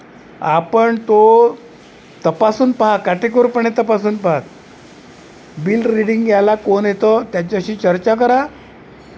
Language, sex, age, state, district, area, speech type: Marathi, male, 60+, Maharashtra, Wardha, urban, spontaneous